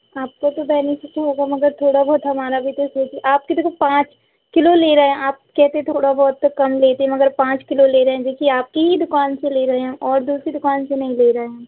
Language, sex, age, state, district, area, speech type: Hindi, female, 18-30, Madhya Pradesh, Hoshangabad, urban, conversation